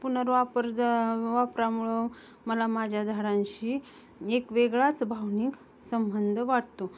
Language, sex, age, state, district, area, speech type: Marathi, female, 30-45, Maharashtra, Osmanabad, rural, spontaneous